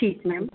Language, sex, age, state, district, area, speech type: Punjabi, female, 45-60, Punjab, Jalandhar, rural, conversation